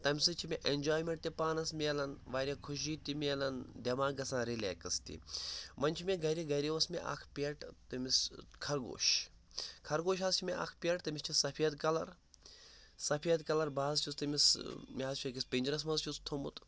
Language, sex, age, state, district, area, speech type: Kashmiri, male, 18-30, Jammu and Kashmir, Pulwama, urban, spontaneous